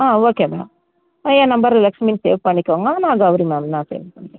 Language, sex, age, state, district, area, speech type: Tamil, female, 60+, Tamil Nadu, Tenkasi, urban, conversation